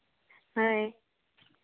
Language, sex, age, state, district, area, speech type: Santali, female, 18-30, Jharkhand, Seraikela Kharsawan, rural, conversation